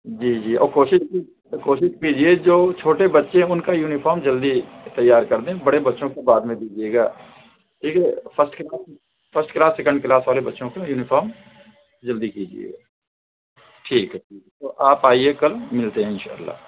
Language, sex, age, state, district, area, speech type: Urdu, male, 30-45, Uttar Pradesh, Balrampur, rural, conversation